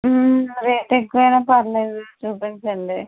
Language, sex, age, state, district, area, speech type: Telugu, female, 45-60, Andhra Pradesh, West Godavari, rural, conversation